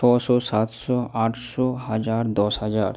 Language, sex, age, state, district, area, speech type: Bengali, male, 30-45, West Bengal, Purba Bardhaman, rural, spontaneous